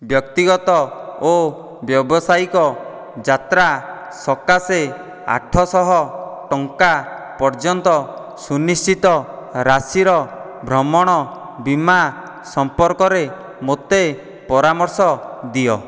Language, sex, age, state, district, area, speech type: Odia, male, 30-45, Odisha, Dhenkanal, rural, read